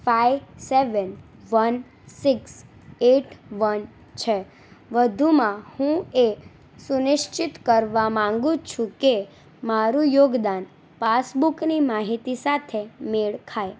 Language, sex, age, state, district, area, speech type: Gujarati, female, 18-30, Gujarat, Anand, urban, read